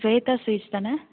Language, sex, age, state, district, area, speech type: Tamil, female, 18-30, Tamil Nadu, Thanjavur, rural, conversation